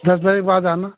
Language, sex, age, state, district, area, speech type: Hindi, male, 60+, Uttar Pradesh, Jaunpur, rural, conversation